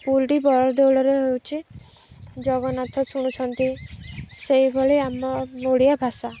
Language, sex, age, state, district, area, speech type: Odia, female, 18-30, Odisha, Jagatsinghpur, urban, spontaneous